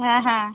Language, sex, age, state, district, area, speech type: Bengali, female, 60+, West Bengal, Purba Medinipur, rural, conversation